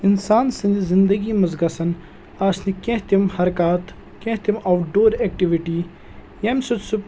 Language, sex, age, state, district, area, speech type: Kashmiri, male, 18-30, Jammu and Kashmir, Srinagar, urban, spontaneous